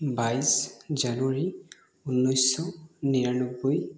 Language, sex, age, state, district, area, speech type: Assamese, male, 18-30, Assam, Nagaon, rural, spontaneous